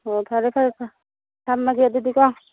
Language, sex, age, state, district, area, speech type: Manipuri, female, 45-60, Manipur, Churachandpur, urban, conversation